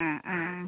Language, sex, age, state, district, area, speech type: Malayalam, female, 30-45, Kerala, Kasaragod, rural, conversation